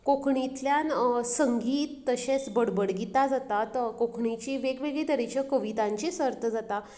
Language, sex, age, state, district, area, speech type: Goan Konkani, female, 30-45, Goa, Canacona, rural, spontaneous